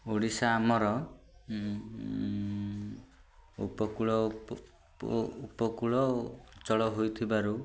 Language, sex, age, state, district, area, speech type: Odia, male, 18-30, Odisha, Ganjam, urban, spontaneous